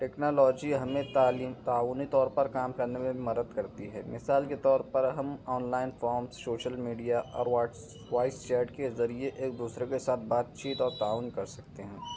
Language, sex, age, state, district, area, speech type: Urdu, male, 18-30, Maharashtra, Nashik, urban, spontaneous